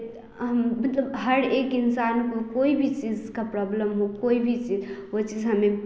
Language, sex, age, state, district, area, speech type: Hindi, female, 18-30, Bihar, Samastipur, rural, spontaneous